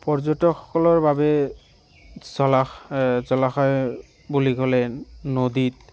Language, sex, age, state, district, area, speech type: Assamese, male, 18-30, Assam, Barpeta, rural, spontaneous